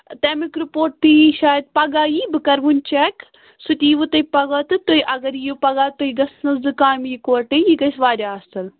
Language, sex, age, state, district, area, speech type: Kashmiri, female, 18-30, Jammu and Kashmir, Pulwama, rural, conversation